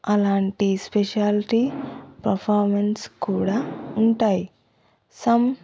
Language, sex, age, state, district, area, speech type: Telugu, female, 30-45, Telangana, Adilabad, rural, spontaneous